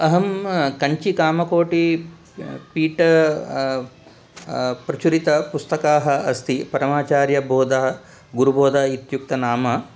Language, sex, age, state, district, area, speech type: Sanskrit, male, 45-60, Telangana, Ranga Reddy, urban, spontaneous